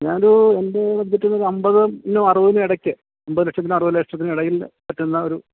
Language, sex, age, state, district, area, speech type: Malayalam, male, 60+, Kerala, Idukki, rural, conversation